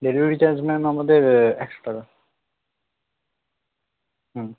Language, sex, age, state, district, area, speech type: Bengali, male, 18-30, West Bengal, Kolkata, urban, conversation